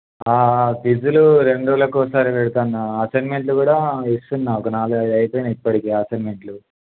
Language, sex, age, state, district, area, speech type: Telugu, male, 18-30, Telangana, Peddapalli, urban, conversation